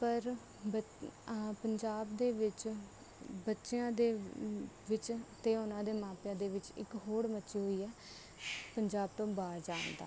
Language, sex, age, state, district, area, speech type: Punjabi, female, 18-30, Punjab, Rupnagar, urban, spontaneous